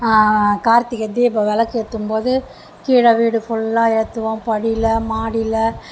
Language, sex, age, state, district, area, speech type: Tamil, female, 60+, Tamil Nadu, Mayiladuthurai, urban, spontaneous